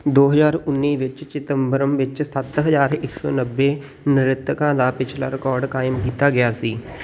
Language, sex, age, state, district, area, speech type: Punjabi, male, 18-30, Punjab, Fatehgarh Sahib, rural, read